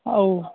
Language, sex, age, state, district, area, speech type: Odia, male, 30-45, Odisha, Sambalpur, rural, conversation